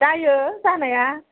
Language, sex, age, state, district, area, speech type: Bodo, female, 60+, Assam, Kokrajhar, urban, conversation